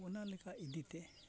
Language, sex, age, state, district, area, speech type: Santali, male, 45-60, Odisha, Mayurbhanj, rural, spontaneous